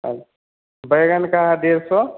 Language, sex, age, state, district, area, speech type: Hindi, male, 18-30, Bihar, Vaishali, urban, conversation